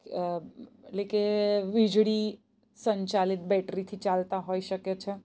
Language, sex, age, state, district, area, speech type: Gujarati, female, 30-45, Gujarat, Surat, rural, spontaneous